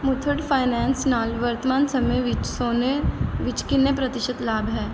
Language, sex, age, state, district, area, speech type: Punjabi, female, 18-30, Punjab, Mohali, urban, read